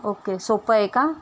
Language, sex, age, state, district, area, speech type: Marathi, female, 30-45, Maharashtra, Ratnagiri, rural, spontaneous